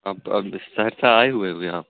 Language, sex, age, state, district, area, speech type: Urdu, male, 30-45, Bihar, Supaul, rural, conversation